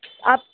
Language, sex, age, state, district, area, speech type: Urdu, female, 45-60, Delhi, Central Delhi, rural, conversation